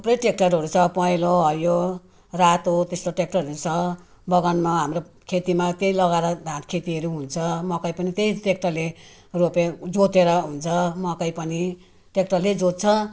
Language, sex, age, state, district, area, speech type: Nepali, female, 60+, West Bengal, Jalpaiguri, rural, spontaneous